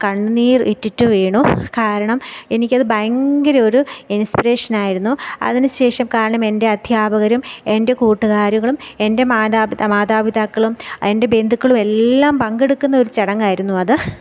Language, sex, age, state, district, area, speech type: Malayalam, female, 30-45, Kerala, Thiruvananthapuram, rural, spontaneous